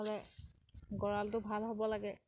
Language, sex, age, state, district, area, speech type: Assamese, female, 18-30, Assam, Sivasagar, rural, spontaneous